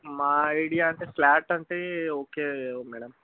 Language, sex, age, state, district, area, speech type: Telugu, male, 18-30, Telangana, Nalgonda, urban, conversation